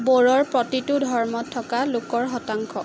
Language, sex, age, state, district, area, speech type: Assamese, female, 18-30, Assam, Jorhat, urban, read